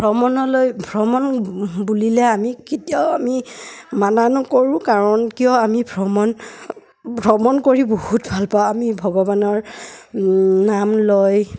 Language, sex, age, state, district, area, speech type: Assamese, female, 30-45, Assam, Udalguri, rural, spontaneous